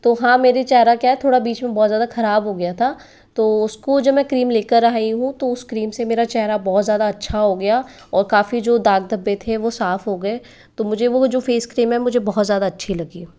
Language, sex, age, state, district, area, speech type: Hindi, female, 60+, Rajasthan, Jaipur, urban, spontaneous